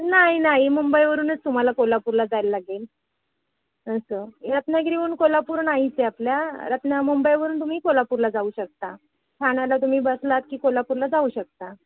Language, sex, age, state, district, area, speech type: Marathi, female, 45-60, Maharashtra, Ratnagiri, rural, conversation